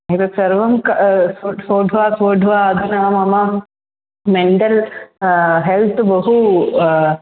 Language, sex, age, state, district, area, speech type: Sanskrit, female, 18-30, Kerala, Thrissur, urban, conversation